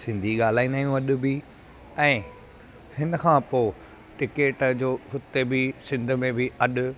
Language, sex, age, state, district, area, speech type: Sindhi, male, 30-45, Gujarat, Surat, urban, spontaneous